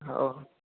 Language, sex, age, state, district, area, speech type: Bodo, male, 18-30, Assam, Chirang, rural, conversation